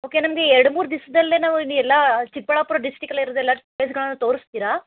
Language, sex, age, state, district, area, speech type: Kannada, female, 60+, Karnataka, Chikkaballapur, urban, conversation